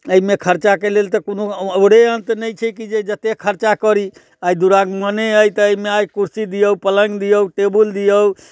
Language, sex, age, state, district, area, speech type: Maithili, male, 60+, Bihar, Muzaffarpur, urban, spontaneous